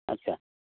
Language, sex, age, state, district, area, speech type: Marathi, male, 45-60, Maharashtra, Nashik, urban, conversation